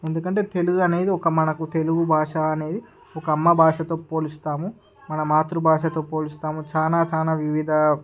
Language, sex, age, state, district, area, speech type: Telugu, male, 18-30, Andhra Pradesh, Srikakulam, urban, spontaneous